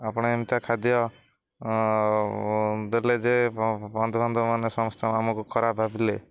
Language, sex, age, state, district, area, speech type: Odia, male, 45-60, Odisha, Jagatsinghpur, rural, spontaneous